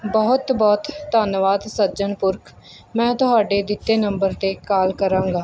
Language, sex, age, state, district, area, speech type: Punjabi, female, 18-30, Punjab, Muktsar, rural, read